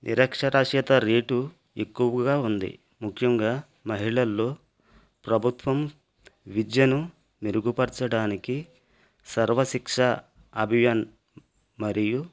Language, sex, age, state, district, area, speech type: Telugu, male, 45-60, Andhra Pradesh, West Godavari, rural, spontaneous